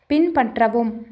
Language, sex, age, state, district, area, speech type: Tamil, female, 30-45, Tamil Nadu, Nilgiris, urban, read